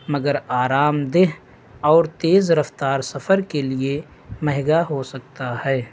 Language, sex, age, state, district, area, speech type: Urdu, male, 18-30, Delhi, North East Delhi, rural, spontaneous